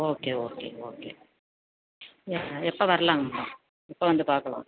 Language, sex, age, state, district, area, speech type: Tamil, female, 60+, Tamil Nadu, Tenkasi, urban, conversation